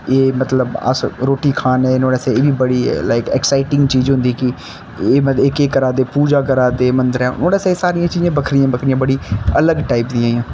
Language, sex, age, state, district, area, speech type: Dogri, male, 18-30, Jammu and Kashmir, Kathua, rural, spontaneous